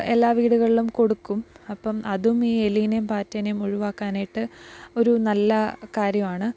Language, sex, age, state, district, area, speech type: Malayalam, female, 18-30, Kerala, Pathanamthitta, rural, spontaneous